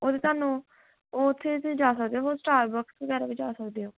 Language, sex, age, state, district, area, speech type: Punjabi, female, 18-30, Punjab, Pathankot, rural, conversation